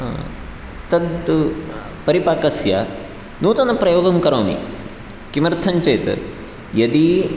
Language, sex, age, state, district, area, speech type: Sanskrit, male, 18-30, Karnataka, Chikkamagaluru, rural, spontaneous